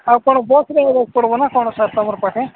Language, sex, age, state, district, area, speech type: Odia, male, 45-60, Odisha, Nabarangpur, rural, conversation